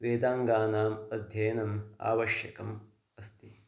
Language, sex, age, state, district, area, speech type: Sanskrit, male, 30-45, Karnataka, Uttara Kannada, rural, spontaneous